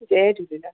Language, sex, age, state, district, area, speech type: Sindhi, female, 30-45, Uttar Pradesh, Lucknow, urban, conversation